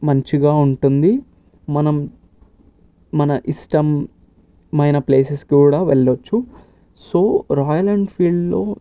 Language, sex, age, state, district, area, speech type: Telugu, male, 18-30, Telangana, Vikarabad, urban, spontaneous